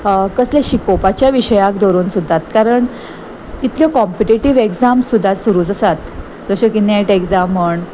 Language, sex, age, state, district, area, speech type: Goan Konkani, female, 30-45, Goa, Salcete, urban, spontaneous